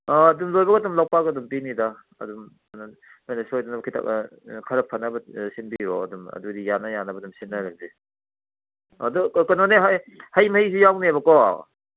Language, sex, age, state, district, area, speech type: Manipuri, male, 60+, Manipur, Kangpokpi, urban, conversation